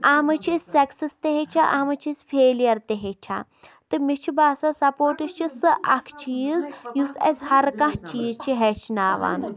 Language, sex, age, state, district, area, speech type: Kashmiri, female, 18-30, Jammu and Kashmir, Baramulla, rural, spontaneous